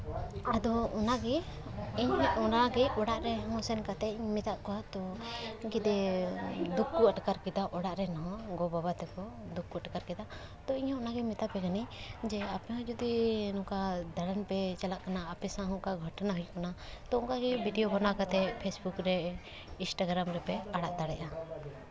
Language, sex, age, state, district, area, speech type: Santali, female, 18-30, West Bengal, Paschim Bardhaman, rural, spontaneous